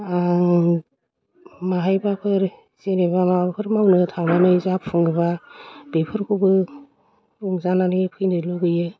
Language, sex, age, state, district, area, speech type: Bodo, female, 45-60, Assam, Kokrajhar, urban, spontaneous